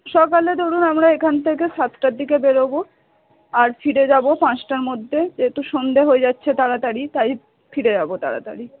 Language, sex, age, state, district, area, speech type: Bengali, female, 45-60, West Bengal, Purba Bardhaman, rural, conversation